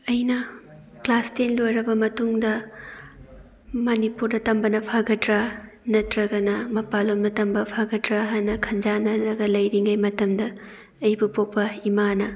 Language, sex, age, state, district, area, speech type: Manipuri, female, 30-45, Manipur, Thoubal, rural, spontaneous